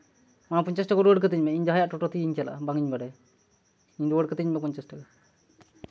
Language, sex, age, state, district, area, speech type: Santali, male, 30-45, West Bengal, Purba Bardhaman, rural, spontaneous